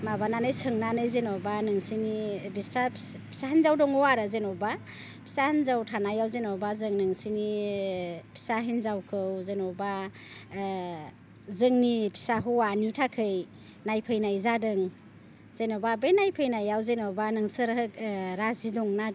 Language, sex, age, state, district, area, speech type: Bodo, female, 45-60, Assam, Baksa, rural, spontaneous